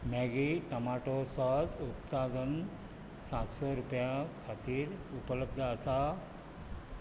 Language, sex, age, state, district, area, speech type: Goan Konkani, male, 45-60, Goa, Bardez, rural, read